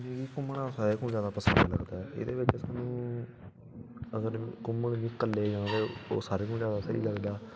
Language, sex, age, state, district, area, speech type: Dogri, male, 18-30, Jammu and Kashmir, Samba, rural, spontaneous